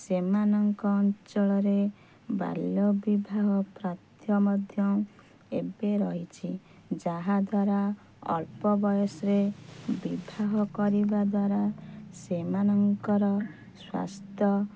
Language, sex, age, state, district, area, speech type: Odia, female, 30-45, Odisha, Kendrapara, urban, spontaneous